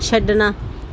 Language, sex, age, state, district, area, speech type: Punjabi, female, 30-45, Punjab, Pathankot, urban, read